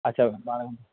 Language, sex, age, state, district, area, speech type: Urdu, male, 18-30, Bihar, Purnia, rural, conversation